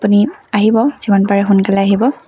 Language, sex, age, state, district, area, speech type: Assamese, female, 18-30, Assam, Tinsukia, urban, spontaneous